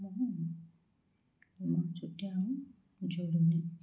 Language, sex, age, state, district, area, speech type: Odia, female, 30-45, Odisha, Koraput, urban, spontaneous